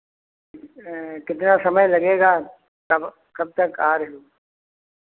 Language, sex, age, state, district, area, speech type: Hindi, male, 60+, Uttar Pradesh, Lucknow, rural, conversation